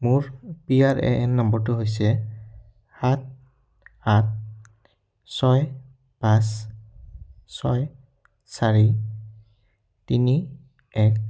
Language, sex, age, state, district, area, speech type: Assamese, male, 18-30, Assam, Udalguri, rural, spontaneous